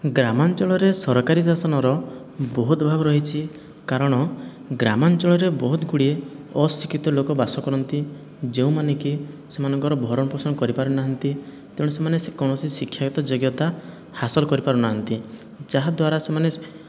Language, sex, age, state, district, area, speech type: Odia, male, 18-30, Odisha, Boudh, rural, spontaneous